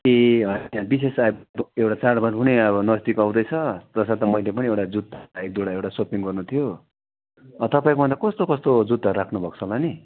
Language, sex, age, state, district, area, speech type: Nepali, male, 60+, West Bengal, Darjeeling, rural, conversation